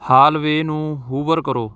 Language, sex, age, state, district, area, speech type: Punjabi, male, 30-45, Punjab, Shaheed Bhagat Singh Nagar, urban, read